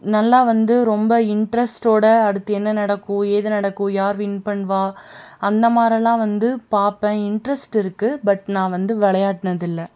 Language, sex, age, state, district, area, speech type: Tamil, female, 18-30, Tamil Nadu, Tiruppur, urban, spontaneous